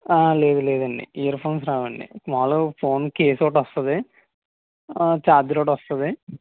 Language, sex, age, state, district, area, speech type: Telugu, male, 45-60, Andhra Pradesh, East Godavari, rural, conversation